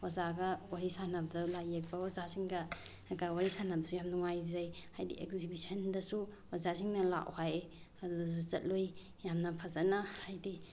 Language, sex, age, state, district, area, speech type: Manipuri, female, 18-30, Manipur, Bishnupur, rural, spontaneous